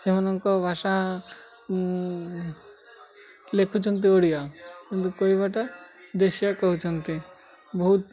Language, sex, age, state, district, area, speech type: Odia, male, 45-60, Odisha, Malkangiri, urban, spontaneous